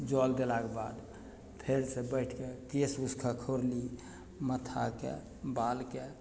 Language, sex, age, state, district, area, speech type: Maithili, male, 60+, Bihar, Begusarai, rural, spontaneous